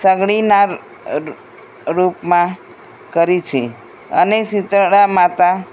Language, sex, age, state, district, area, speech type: Gujarati, female, 60+, Gujarat, Kheda, rural, spontaneous